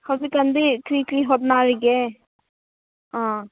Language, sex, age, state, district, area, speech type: Manipuri, female, 18-30, Manipur, Senapati, rural, conversation